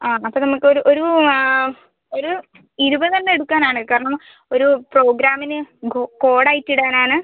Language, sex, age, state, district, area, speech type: Malayalam, female, 30-45, Kerala, Wayanad, rural, conversation